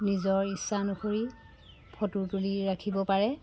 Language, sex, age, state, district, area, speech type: Assamese, female, 30-45, Assam, Jorhat, urban, spontaneous